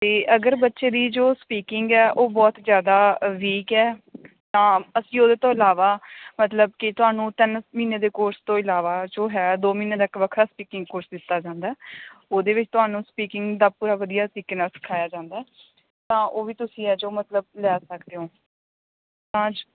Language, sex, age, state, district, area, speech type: Punjabi, female, 18-30, Punjab, Bathinda, rural, conversation